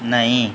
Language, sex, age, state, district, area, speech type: Hindi, male, 18-30, Uttar Pradesh, Mau, urban, read